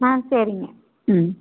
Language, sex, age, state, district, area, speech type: Tamil, female, 30-45, Tamil Nadu, Coimbatore, rural, conversation